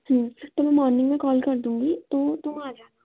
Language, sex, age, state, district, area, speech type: Hindi, female, 18-30, Madhya Pradesh, Chhindwara, urban, conversation